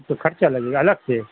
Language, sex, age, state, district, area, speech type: Urdu, male, 45-60, Bihar, Saharsa, rural, conversation